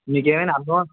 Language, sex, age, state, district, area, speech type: Telugu, male, 18-30, Andhra Pradesh, Kakinada, urban, conversation